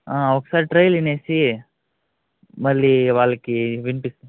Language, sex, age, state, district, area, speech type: Telugu, male, 18-30, Andhra Pradesh, Chittoor, urban, conversation